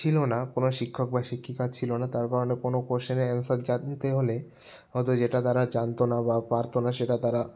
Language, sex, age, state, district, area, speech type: Bengali, male, 18-30, West Bengal, Jalpaiguri, rural, spontaneous